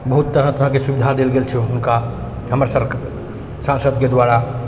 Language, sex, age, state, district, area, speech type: Maithili, male, 30-45, Bihar, Purnia, rural, spontaneous